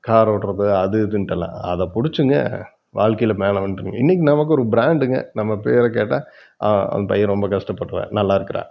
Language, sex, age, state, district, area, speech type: Tamil, male, 45-60, Tamil Nadu, Erode, urban, spontaneous